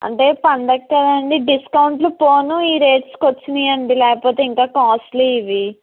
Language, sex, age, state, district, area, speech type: Telugu, female, 60+, Andhra Pradesh, Eluru, urban, conversation